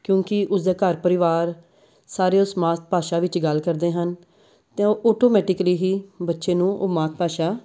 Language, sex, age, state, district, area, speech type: Punjabi, female, 45-60, Punjab, Amritsar, urban, spontaneous